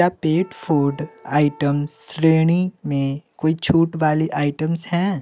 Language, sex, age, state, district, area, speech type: Hindi, male, 30-45, Uttar Pradesh, Sonbhadra, rural, read